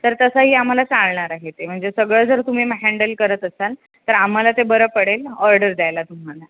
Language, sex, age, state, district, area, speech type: Marathi, female, 18-30, Maharashtra, Sindhudurg, rural, conversation